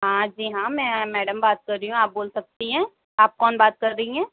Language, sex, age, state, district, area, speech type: Hindi, female, 18-30, Madhya Pradesh, Harda, urban, conversation